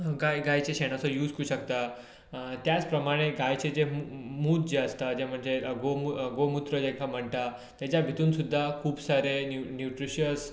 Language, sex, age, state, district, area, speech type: Goan Konkani, male, 18-30, Goa, Tiswadi, rural, spontaneous